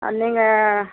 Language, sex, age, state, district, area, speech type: Tamil, female, 60+, Tamil Nadu, Madurai, rural, conversation